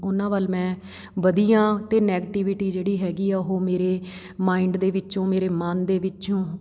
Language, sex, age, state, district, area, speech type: Punjabi, female, 30-45, Punjab, Patiala, rural, spontaneous